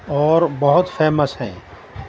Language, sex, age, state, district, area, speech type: Urdu, male, 60+, Uttar Pradesh, Muzaffarnagar, urban, spontaneous